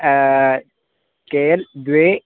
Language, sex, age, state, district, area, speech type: Sanskrit, male, 18-30, Kerala, Thiruvananthapuram, rural, conversation